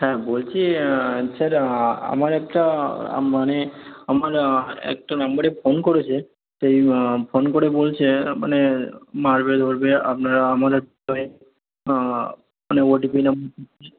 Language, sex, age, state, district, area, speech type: Bengali, male, 45-60, West Bengal, Birbhum, urban, conversation